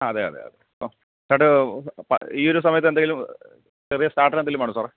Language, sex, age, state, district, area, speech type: Malayalam, male, 30-45, Kerala, Alappuzha, rural, conversation